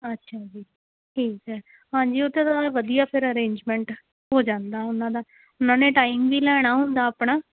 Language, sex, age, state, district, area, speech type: Punjabi, female, 18-30, Punjab, Amritsar, urban, conversation